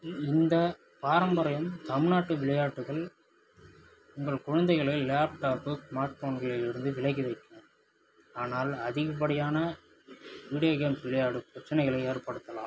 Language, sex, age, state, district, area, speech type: Tamil, male, 30-45, Tamil Nadu, Viluppuram, rural, spontaneous